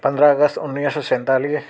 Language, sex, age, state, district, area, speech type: Sindhi, male, 30-45, Delhi, South Delhi, urban, spontaneous